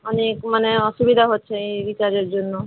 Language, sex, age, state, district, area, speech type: Bengali, female, 30-45, West Bengal, Murshidabad, rural, conversation